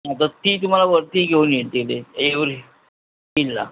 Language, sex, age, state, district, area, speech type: Marathi, male, 45-60, Maharashtra, Thane, rural, conversation